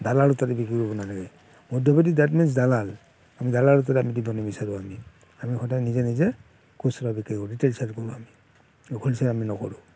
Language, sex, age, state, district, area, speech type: Assamese, male, 45-60, Assam, Barpeta, rural, spontaneous